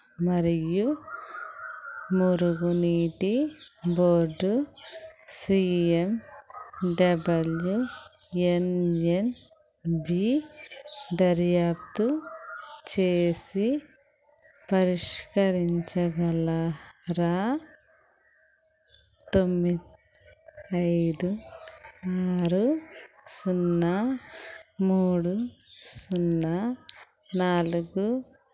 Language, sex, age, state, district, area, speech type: Telugu, female, 45-60, Andhra Pradesh, Krishna, rural, read